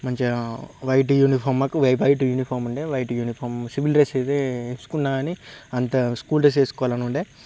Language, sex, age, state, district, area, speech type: Telugu, male, 18-30, Telangana, Peddapalli, rural, spontaneous